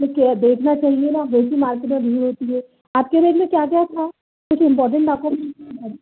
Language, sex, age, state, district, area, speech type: Hindi, male, 30-45, Madhya Pradesh, Bhopal, urban, conversation